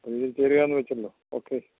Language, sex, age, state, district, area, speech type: Malayalam, male, 60+, Kerala, Kottayam, urban, conversation